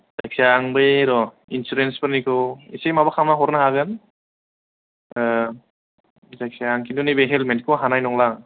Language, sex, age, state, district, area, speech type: Bodo, male, 30-45, Assam, Kokrajhar, rural, conversation